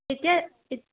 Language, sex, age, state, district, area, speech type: Assamese, female, 18-30, Assam, Udalguri, rural, conversation